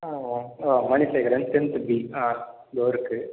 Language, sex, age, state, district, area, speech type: Tamil, male, 30-45, Tamil Nadu, Cuddalore, rural, conversation